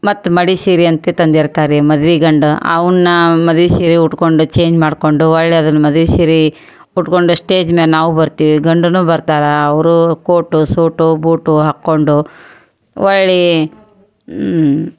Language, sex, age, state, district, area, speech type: Kannada, female, 30-45, Karnataka, Koppal, urban, spontaneous